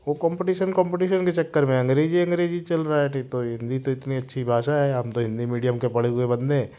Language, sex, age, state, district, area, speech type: Hindi, male, 45-60, Madhya Pradesh, Jabalpur, urban, spontaneous